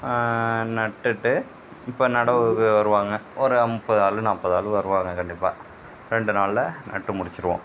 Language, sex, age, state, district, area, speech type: Tamil, male, 45-60, Tamil Nadu, Mayiladuthurai, urban, spontaneous